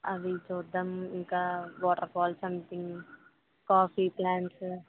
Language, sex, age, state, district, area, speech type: Telugu, female, 18-30, Andhra Pradesh, Eluru, rural, conversation